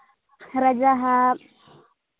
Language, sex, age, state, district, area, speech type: Santali, female, 18-30, Jharkhand, Seraikela Kharsawan, rural, conversation